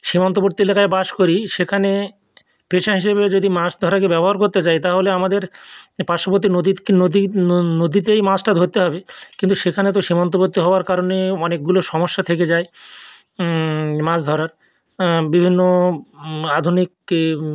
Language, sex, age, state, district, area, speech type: Bengali, male, 45-60, West Bengal, North 24 Parganas, rural, spontaneous